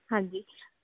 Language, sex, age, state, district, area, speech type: Punjabi, female, 18-30, Punjab, Mohali, rural, conversation